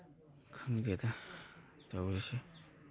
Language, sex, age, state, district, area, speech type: Manipuri, male, 30-45, Manipur, Imphal East, rural, spontaneous